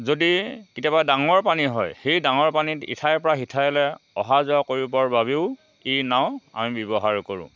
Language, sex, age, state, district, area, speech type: Assamese, male, 60+, Assam, Dhemaji, rural, spontaneous